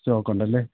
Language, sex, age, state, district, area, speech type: Malayalam, male, 30-45, Kerala, Idukki, rural, conversation